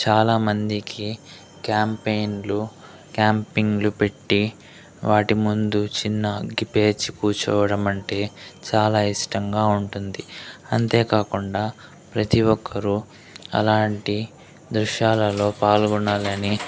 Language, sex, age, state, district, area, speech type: Telugu, male, 18-30, Andhra Pradesh, Chittoor, urban, spontaneous